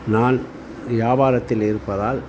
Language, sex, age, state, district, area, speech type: Tamil, male, 45-60, Tamil Nadu, Tiruvannamalai, rural, spontaneous